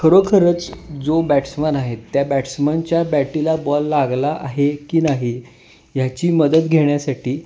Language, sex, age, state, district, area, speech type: Marathi, male, 18-30, Maharashtra, Kolhapur, urban, spontaneous